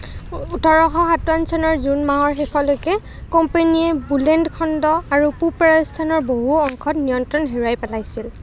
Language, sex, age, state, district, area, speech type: Assamese, female, 30-45, Assam, Kamrup Metropolitan, urban, read